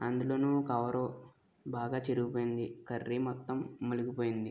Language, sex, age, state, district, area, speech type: Telugu, female, 18-30, Andhra Pradesh, West Godavari, rural, spontaneous